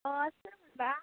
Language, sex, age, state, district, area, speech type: Bodo, female, 18-30, Assam, Baksa, rural, conversation